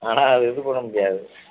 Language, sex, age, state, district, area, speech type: Tamil, male, 30-45, Tamil Nadu, Madurai, urban, conversation